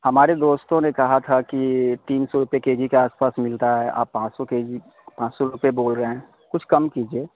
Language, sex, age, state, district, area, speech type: Urdu, male, 45-60, Bihar, Supaul, rural, conversation